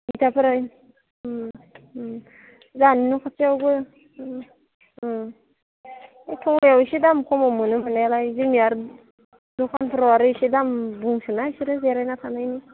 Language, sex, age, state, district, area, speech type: Bodo, female, 18-30, Assam, Udalguri, urban, conversation